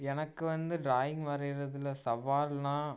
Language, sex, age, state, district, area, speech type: Tamil, male, 18-30, Tamil Nadu, Tiruchirappalli, rural, spontaneous